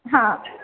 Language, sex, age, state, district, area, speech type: Marathi, female, 18-30, Maharashtra, Hingoli, urban, conversation